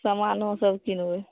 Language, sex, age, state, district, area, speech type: Maithili, female, 45-60, Bihar, Araria, rural, conversation